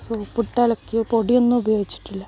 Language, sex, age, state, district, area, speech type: Malayalam, female, 45-60, Kerala, Malappuram, rural, spontaneous